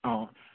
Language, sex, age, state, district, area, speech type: Assamese, male, 18-30, Assam, Golaghat, rural, conversation